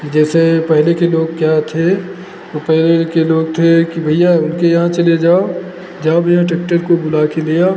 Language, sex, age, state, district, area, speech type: Hindi, male, 45-60, Uttar Pradesh, Lucknow, rural, spontaneous